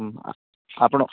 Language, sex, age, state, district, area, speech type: Odia, male, 30-45, Odisha, Rayagada, rural, conversation